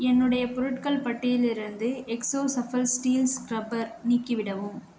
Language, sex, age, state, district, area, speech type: Tamil, female, 18-30, Tamil Nadu, Tiruvannamalai, urban, read